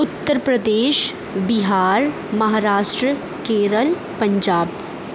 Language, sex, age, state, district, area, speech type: Urdu, female, 30-45, Uttar Pradesh, Aligarh, urban, spontaneous